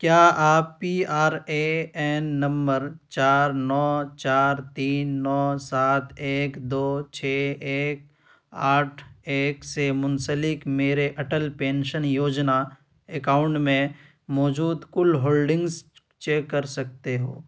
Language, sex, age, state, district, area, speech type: Urdu, male, 18-30, Uttar Pradesh, Ghaziabad, urban, read